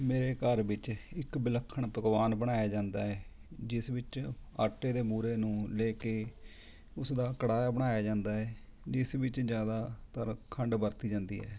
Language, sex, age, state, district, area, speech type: Punjabi, male, 30-45, Punjab, Rupnagar, rural, spontaneous